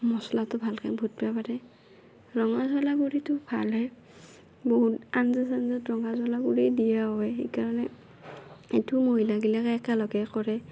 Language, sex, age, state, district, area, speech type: Assamese, female, 18-30, Assam, Darrang, rural, spontaneous